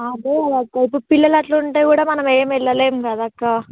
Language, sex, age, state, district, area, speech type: Telugu, female, 18-30, Telangana, Ranga Reddy, urban, conversation